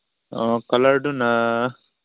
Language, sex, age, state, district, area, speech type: Manipuri, male, 18-30, Manipur, Senapati, rural, conversation